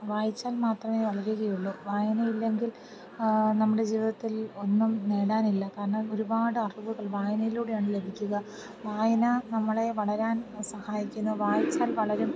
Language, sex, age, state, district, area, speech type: Malayalam, female, 30-45, Kerala, Thiruvananthapuram, rural, spontaneous